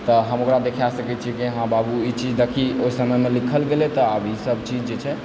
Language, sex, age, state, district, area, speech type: Maithili, male, 18-30, Bihar, Supaul, rural, spontaneous